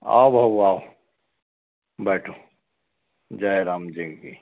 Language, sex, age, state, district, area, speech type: Hindi, male, 60+, Madhya Pradesh, Balaghat, rural, conversation